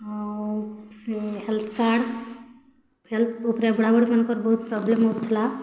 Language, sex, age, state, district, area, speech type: Odia, female, 18-30, Odisha, Bargarh, urban, spontaneous